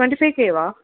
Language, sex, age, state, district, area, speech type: Tamil, female, 18-30, Tamil Nadu, Chengalpattu, urban, conversation